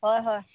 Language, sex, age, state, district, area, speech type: Assamese, female, 30-45, Assam, Dhemaji, rural, conversation